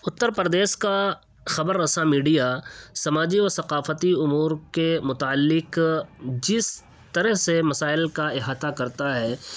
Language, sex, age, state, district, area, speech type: Urdu, male, 18-30, Uttar Pradesh, Ghaziabad, urban, spontaneous